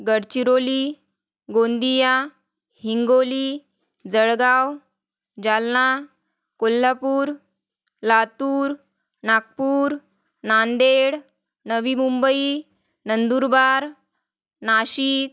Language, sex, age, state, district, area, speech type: Marathi, female, 30-45, Maharashtra, Wardha, rural, spontaneous